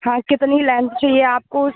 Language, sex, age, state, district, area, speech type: Hindi, female, 18-30, Madhya Pradesh, Hoshangabad, urban, conversation